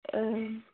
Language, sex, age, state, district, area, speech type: Bodo, female, 18-30, Assam, Udalguri, rural, conversation